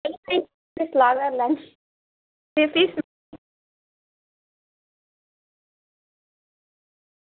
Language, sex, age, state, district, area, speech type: Dogri, female, 18-30, Jammu and Kashmir, Samba, rural, conversation